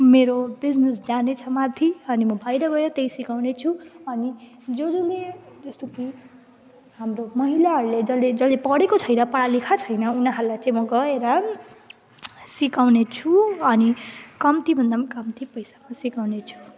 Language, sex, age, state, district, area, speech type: Nepali, female, 18-30, West Bengal, Jalpaiguri, rural, spontaneous